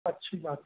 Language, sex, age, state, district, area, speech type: Hindi, male, 60+, Uttar Pradesh, Chandauli, urban, conversation